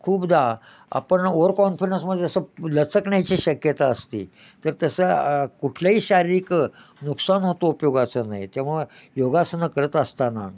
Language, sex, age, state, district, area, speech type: Marathi, male, 60+, Maharashtra, Kolhapur, urban, spontaneous